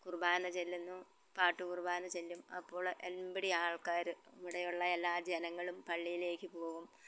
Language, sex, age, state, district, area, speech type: Malayalam, female, 60+, Kerala, Malappuram, rural, spontaneous